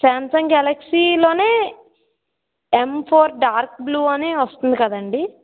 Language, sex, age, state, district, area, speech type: Telugu, female, 60+, Andhra Pradesh, East Godavari, rural, conversation